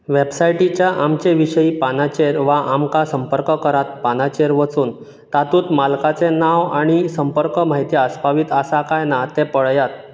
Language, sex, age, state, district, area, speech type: Goan Konkani, male, 18-30, Goa, Bardez, urban, read